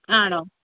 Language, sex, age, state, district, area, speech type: Malayalam, female, 18-30, Kerala, Wayanad, rural, conversation